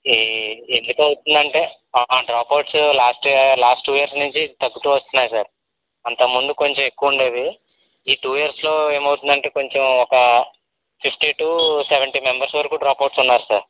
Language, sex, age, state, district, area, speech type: Telugu, male, 18-30, Andhra Pradesh, N T Rama Rao, rural, conversation